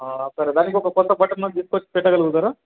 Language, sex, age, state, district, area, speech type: Telugu, male, 30-45, Telangana, Karimnagar, rural, conversation